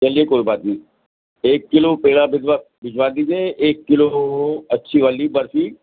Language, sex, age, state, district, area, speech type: Urdu, male, 45-60, Delhi, North East Delhi, urban, conversation